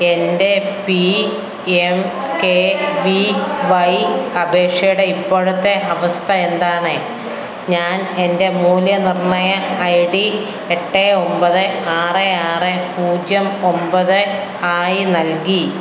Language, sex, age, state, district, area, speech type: Malayalam, female, 45-60, Kerala, Kottayam, rural, read